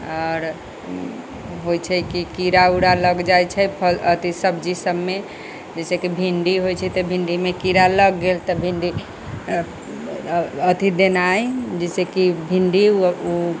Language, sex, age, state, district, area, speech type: Maithili, female, 60+, Bihar, Sitamarhi, rural, spontaneous